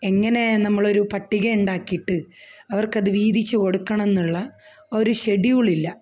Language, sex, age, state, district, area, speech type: Malayalam, female, 45-60, Kerala, Kasaragod, rural, spontaneous